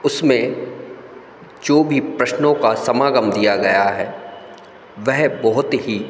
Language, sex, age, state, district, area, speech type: Hindi, male, 30-45, Madhya Pradesh, Hoshangabad, rural, spontaneous